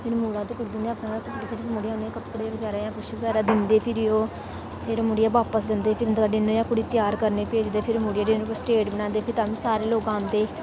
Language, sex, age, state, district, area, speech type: Dogri, female, 18-30, Jammu and Kashmir, Samba, rural, spontaneous